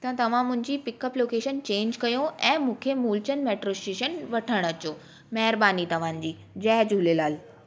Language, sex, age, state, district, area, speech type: Sindhi, female, 18-30, Delhi, South Delhi, urban, spontaneous